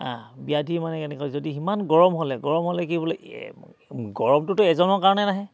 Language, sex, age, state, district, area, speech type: Assamese, male, 45-60, Assam, Dhemaji, urban, spontaneous